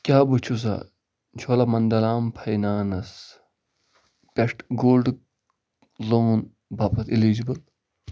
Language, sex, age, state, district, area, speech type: Kashmiri, male, 18-30, Jammu and Kashmir, Bandipora, rural, read